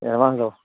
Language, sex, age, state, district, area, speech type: Odia, male, 45-60, Odisha, Nuapada, urban, conversation